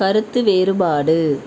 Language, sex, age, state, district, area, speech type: Tamil, female, 18-30, Tamil Nadu, Madurai, rural, read